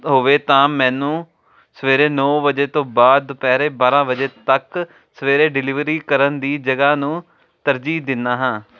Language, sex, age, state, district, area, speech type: Punjabi, male, 18-30, Punjab, Jalandhar, urban, read